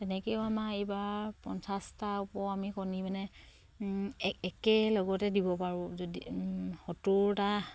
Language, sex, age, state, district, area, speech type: Assamese, female, 30-45, Assam, Sivasagar, rural, spontaneous